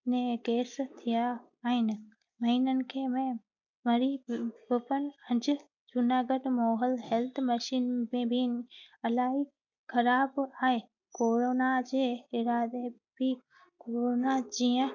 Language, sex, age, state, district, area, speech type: Sindhi, female, 18-30, Gujarat, Junagadh, rural, spontaneous